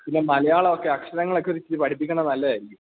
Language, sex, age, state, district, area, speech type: Malayalam, male, 18-30, Kerala, Idukki, rural, conversation